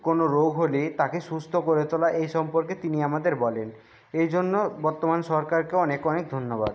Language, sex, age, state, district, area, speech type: Bengali, male, 45-60, West Bengal, Jhargram, rural, spontaneous